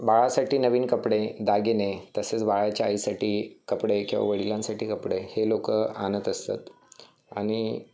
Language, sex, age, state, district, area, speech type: Marathi, male, 18-30, Maharashtra, Thane, urban, spontaneous